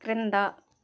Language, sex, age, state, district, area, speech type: Telugu, female, 30-45, Andhra Pradesh, Sri Balaji, rural, read